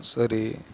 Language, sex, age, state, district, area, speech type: Tamil, male, 18-30, Tamil Nadu, Kallakurichi, rural, spontaneous